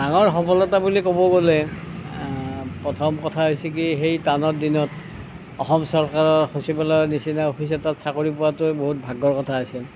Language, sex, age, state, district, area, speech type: Assamese, male, 60+, Assam, Nalbari, rural, spontaneous